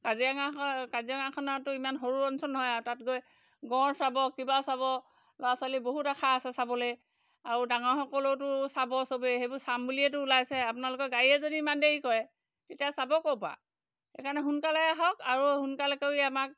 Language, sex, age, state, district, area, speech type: Assamese, female, 45-60, Assam, Golaghat, rural, spontaneous